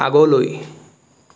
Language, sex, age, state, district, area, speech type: Assamese, male, 18-30, Assam, Sonitpur, urban, read